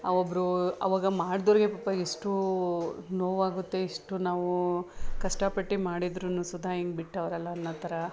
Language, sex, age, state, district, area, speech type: Kannada, female, 30-45, Karnataka, Mandya, urban, spontaneous